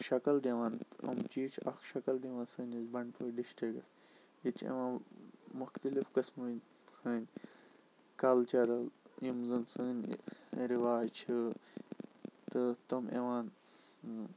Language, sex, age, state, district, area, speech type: Kashmiri, male, 18-30, Jammu and Kashmir, Bandipora, rural, spontaneous